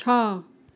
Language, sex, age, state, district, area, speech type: Nepali, female, 45-60, West Bengal, Jalpaiguri, rural, read